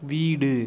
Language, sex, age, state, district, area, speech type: Tamil, male, 18-30, Tamil Nadu, Pudukkottai, rural, read